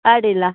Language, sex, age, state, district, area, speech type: Kannada, female, 18-30, Karnataka, Uttara Kannada, rural, conversation